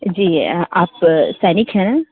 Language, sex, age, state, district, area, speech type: Hindi, female, 30-45, Uttar Pradesh, Sitapur, rural, conversation